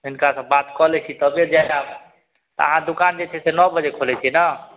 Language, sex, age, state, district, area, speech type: Maithili, male, 30-45, Bihar, Madhubani, rural, conversation